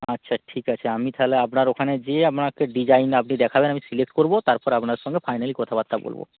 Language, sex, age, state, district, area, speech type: Bengali, male, 18-30, West Bengal, North 24 Parganas, rural, conversation